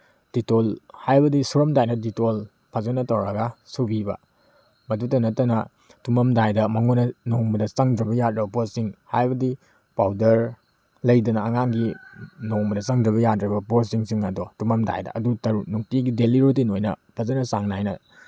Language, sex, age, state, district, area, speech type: Manipuri, male, 30-45, Manipur, Tengnoupal, urban, spontaneous